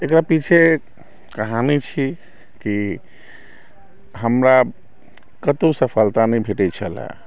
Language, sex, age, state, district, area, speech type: Maithili, male, 60+, Bihar, Sitamarhi, rural, spontaneous